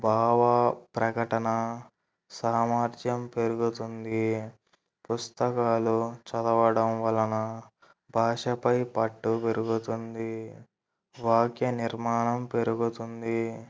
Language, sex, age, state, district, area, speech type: Telugu, male, 18-30, Andhra Pradesh, Kurnool, urban, spontaneous